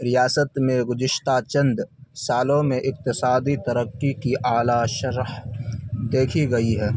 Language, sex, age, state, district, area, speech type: Urdu, male, 18-30, Bihar, Khagaria, rural, read